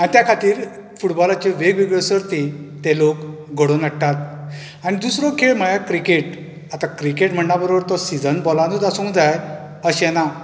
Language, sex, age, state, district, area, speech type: Goan Konkani, male, 45-60, Goa, Bardez, rural, spontaneous